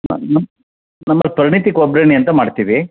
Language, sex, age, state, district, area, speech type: Kannada, male, 45-60, Karnataka, Shimoga, rural, conversation